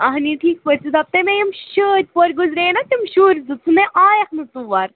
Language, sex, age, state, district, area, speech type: Kashmiri, female, 18-30, Jammu and Kashmir, Budgam, rural, conversation